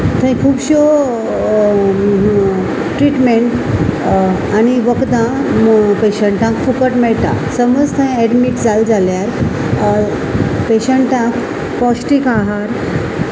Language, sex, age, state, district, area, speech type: Goan Konkani, female, 45-60, Goa, Salcete, urban, spontaneous